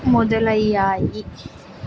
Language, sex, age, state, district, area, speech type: Telugu, female, 18-30, Andhra Pradesh, Nandyal, rural, spontaneous